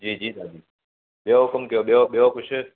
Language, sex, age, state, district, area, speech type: Sindhi, male, 30-45, Gujarat, Surat, urban, conversation